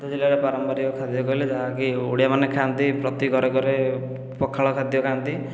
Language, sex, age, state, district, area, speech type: Odia, male, 18-30, Odisha, Khordha, rural, spontaneous